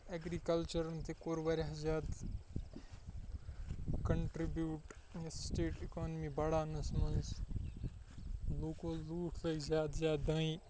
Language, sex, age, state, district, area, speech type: Kashmiri, male, 18-30, Jammu and Kashmir, Kupwara, urban, spontaneous